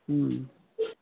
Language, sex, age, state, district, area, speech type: Manipuri, female, 60+, Manipur, Kangpokpi, urban, conversation